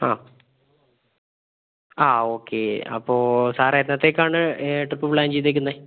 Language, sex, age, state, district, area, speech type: Malayalam, male, 60+, Kerala, Wayanad, rural, conversation